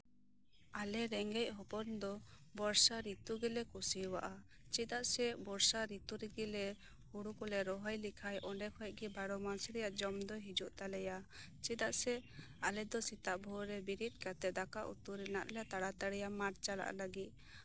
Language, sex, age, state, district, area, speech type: Santali, female, 30-45, West Bengal, Birbhum, rural, spontaneous